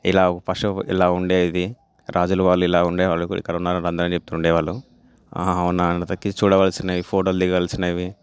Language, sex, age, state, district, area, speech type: Telugu, male, 18-30, Telangana, Nalgonda, urban, spontaneous